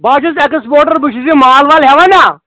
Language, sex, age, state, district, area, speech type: Kashmiri, male, 45-60, Jammu and Kashmir, Anantnag, rural, conversation